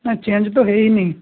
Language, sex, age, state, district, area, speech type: Odia, male, 18-30, Odisha, Balasore, rural, conversation